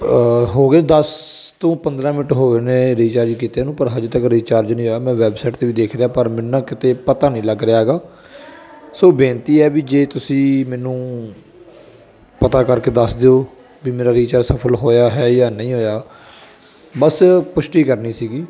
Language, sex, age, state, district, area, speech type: Punjabi, male, 30-45, Punjab, Firozpur, rural, spontaneous